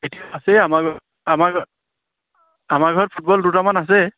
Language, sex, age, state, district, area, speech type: Assamese, male, 30-45, Assam, Lakhimpur, rural, conversation